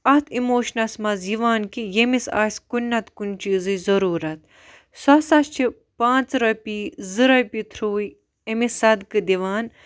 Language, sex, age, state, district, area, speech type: Kashmiri, female, 18-30, Jammu and Kashmir, Baramulla, rural, spontaneous